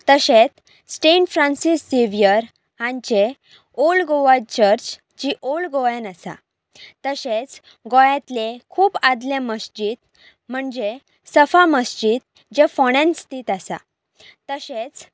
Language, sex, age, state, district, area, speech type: Goan Konkani, female, 18-30, Goa, Pernem, rural, spontaneous